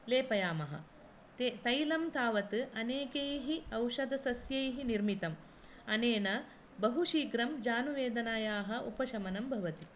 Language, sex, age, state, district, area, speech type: Sanskrit, female, 45-60, Karnataka, Dakshina Kannada, rural, spontaneous